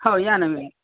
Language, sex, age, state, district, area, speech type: Marathi, male, 30-45, Maharashtra, Nagpur, urban, conversation